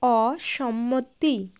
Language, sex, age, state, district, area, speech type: Bengali, female, 45-60, West Bengal, Jalpaiguri, rural, read